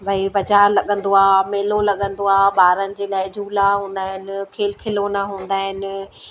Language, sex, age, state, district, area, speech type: Sindhi, female, 30-45, Madhya Pradesh, Katni, urban, spontaneous